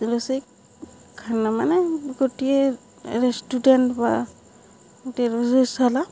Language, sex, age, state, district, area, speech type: Odia, female, 45-60, Odisha, Balangir, urban, spontaneous